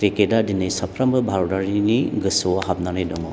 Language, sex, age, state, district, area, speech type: Bodo, male, 45-60, Assam, Baksa, urban, spontaneous